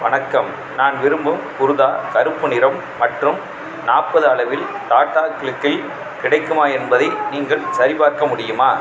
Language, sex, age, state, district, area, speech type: Tamil, male, 60+, Tamil Nadu, Madurai, rural, read